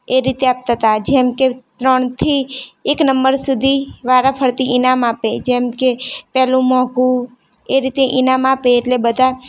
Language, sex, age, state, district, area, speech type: Gujarati, female, 18-30, Gujarat, Ahmedabad, urban, spontaneous